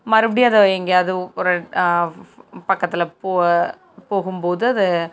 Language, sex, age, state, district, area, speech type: Tamil, female, 30-45, Tamil Nadu, Sivaganga, rural, spontaneous